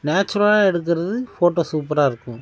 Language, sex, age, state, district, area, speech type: Tamil, male, 45-60, Tamil Nadu, Cuddalore, rural, spontaneous